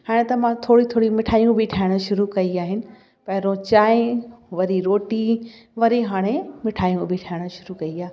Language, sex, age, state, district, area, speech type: Sindhi, female, 30-45, Uttar Pradesh, Lucknow, urban, spontaneous